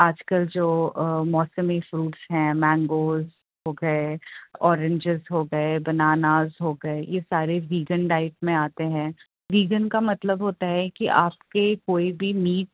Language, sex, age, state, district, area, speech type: Urdu, female, 30-45, Uttar Pradesh, Rampur, urban, conversation